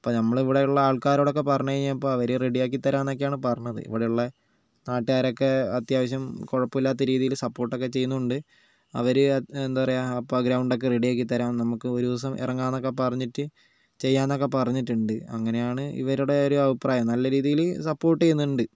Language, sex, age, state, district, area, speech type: Malayalam, male, 30-45, Kerala, Wayanad, rural, spontaneous